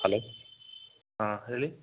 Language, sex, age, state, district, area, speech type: Kannada, male, 18-30, Karnataka, Shimoga, rural, conversation